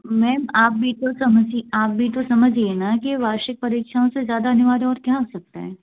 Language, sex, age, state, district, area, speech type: Hindi, female, 18-30, Madhya Pradesh, Gwalior, rural, conversation